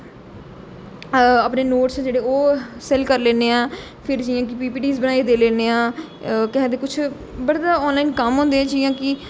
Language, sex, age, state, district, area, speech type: Dogri, female, 18-30, Jammu and Kashmir, Jammu, urban, spontaneous